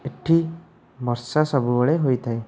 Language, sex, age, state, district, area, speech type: Odia, male, 30-45, Odisha, Nayagarh, rural, spontaneous